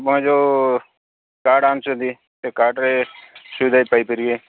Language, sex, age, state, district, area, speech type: Odia, male, 45-60, Odisha, Sambalpur, rural, conversation